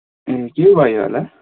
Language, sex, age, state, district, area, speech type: Nepali, male, 18-30, West Bengal, Kalimpong, rural, conversation